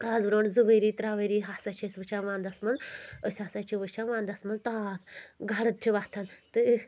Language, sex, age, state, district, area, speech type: Kashmiri, female, 18-30, Jammu and Kashmir, Anantnag, rural, spontaneous